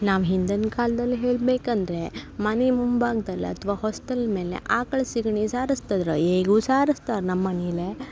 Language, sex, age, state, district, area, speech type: Kannada, female, 18-30, Karnataka, Uttara Kannada, rural, spontaneous